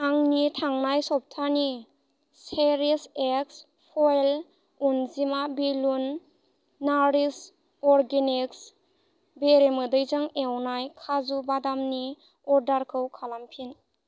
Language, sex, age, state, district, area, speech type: Bodo, female, 18-30, Assam, Baksa, rural, read